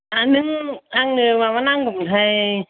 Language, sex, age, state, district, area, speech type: Bodo, female, 45-60, Assam, Kokrajhar, rural, conversation